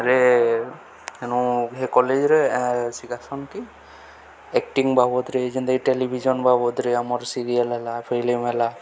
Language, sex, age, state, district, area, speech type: Odia, male, 18-30, Odisha, Balangir, urban, spontaneous